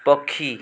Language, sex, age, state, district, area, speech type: Odia, male, 18-30, Odisha, Balasore, rural, read